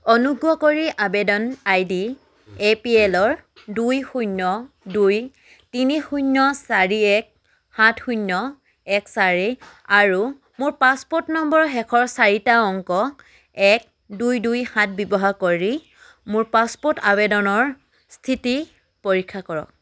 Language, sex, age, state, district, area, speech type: Assamese, female, 18-30, Assam, Charaideo, rural, read